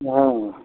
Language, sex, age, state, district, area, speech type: Hindi, male, 60+, Bihar, Madhepura, urban, conversation